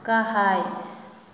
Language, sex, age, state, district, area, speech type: Bodo, female, 45-60, Assam, Kokrajhar, rural, read